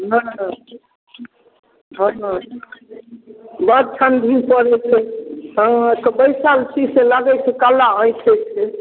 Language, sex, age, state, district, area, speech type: Maithili, female, 60+, Bihar, Darbhanga, urban, conversation